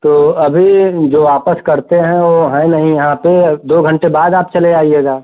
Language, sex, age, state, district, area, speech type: Hindi, male, 30-45, Uttar Pradesh, Prayagraj, urban, conversation